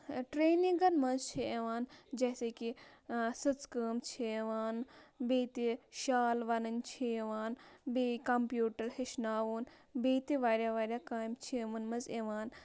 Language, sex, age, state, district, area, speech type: Kashmiri, female, 18-30, Jammu and Kashmir, Bandipora, rural, spontaneous